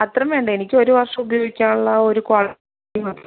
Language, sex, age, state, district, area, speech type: Malayalam, female, 30-45, Kerala, Ernakulam, rural, conversation